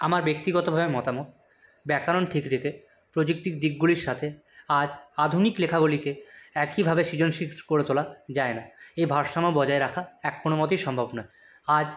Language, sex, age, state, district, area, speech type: Bengali, male, 18-30, West Bengal, Purulia, urban, spontaneous